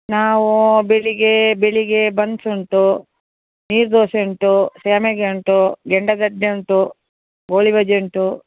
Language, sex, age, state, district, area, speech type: Kannada, female, 60+, Karnataka, Udupi, rural, conversation